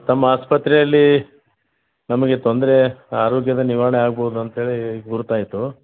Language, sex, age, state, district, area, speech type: Kannada, male, 60+, Karnataka, Gulbarga, urban, conversation